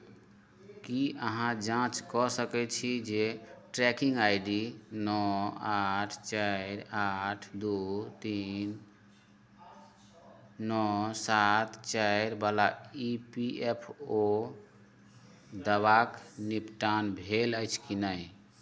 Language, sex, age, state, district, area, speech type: Maithili, male, 30-45, Bihar, Madhubani, rural, read